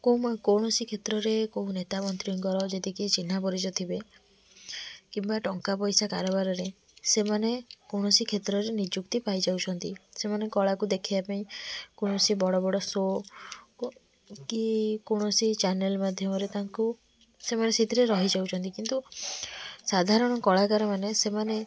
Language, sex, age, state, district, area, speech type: Odia, female, 18-30, Odisha, Kendujhar, urban, spontaneous